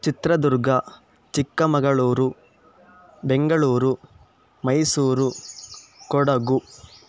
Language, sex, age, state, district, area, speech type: Sanskrit, male, 18-30, Karnataka, Chikkamagaluru, rural, spontaneous